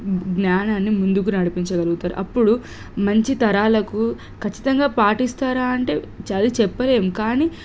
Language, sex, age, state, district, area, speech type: Telugu, female, 18-30, Telangana, Suryapet, urban, spontaneous